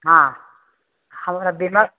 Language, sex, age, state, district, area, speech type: Odia, male, 60+, Odisha, Nayagarh, rural, conversation